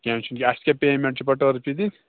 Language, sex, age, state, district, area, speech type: Kashmiri, male, 18-30, Jammu and Kashmir, Pulwama, rural, conversation